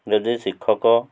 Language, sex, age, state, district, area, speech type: Odia, male, 45-60, Odisha, Mayurbhanj, rural, spontaneous